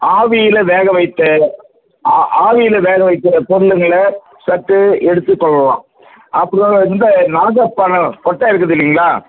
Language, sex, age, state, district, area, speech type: Tamil, male, 60+, Tamil Nadu, Viluppuram, rural, conversation